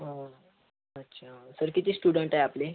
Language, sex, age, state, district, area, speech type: Marathi, male, 18-30, Maharashtra, Yavatmal, rural, conversation